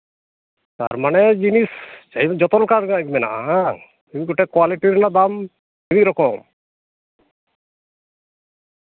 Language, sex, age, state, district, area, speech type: Santali, male, 45-60, West Bengal, Malda, rural, conversation